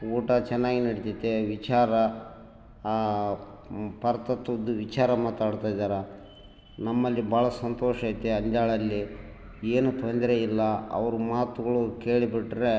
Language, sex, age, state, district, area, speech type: Kannada, male, 60+, Karnataka, Bellary, rural, spontaneous